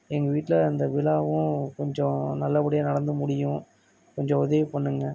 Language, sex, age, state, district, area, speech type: Tamil, male, 30-45, Tamil Nadu, Thanjavur, rural, spontaneous